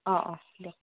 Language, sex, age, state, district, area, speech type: Assamese, female, 30-45, Assam, Morigaon, rural, conversation